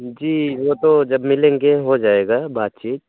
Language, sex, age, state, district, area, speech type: Hindi, male, 30-45, Uttar Pradesh, Pratapgarh, rural, conversation